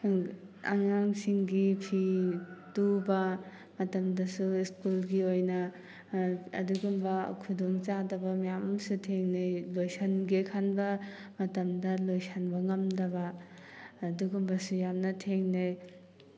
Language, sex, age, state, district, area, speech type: Manipuri, female, 18-30, Manipur, Thoubal, rural, spontaneous